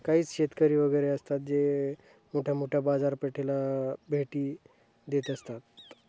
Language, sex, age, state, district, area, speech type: Marathi, male, 18-30, Maharashtra, Hingoli, urban, spontaneous